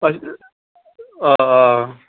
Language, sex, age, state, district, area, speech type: Kashmiri, male, 30-45, Jammu and Kashmir, Ganderbal, rural, conversation